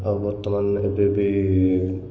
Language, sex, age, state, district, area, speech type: Odia, male, 30-45, Odisha, Koraput, urban, spontaneous